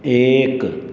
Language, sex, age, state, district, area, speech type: Maithili, male, 60+, Bihar, Madhubani, urban, read